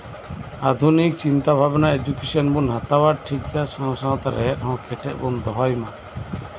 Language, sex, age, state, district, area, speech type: Santali, male, 45-60, West Bengal, Birbhum, rural, spontaneous